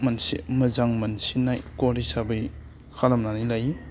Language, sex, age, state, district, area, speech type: Bodo, male, 18-30, Assam, Udalguri, urban, spontaneous